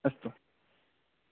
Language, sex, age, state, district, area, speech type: Sanskrit, male, 18-30, Odisha, Khordha, rural, conversation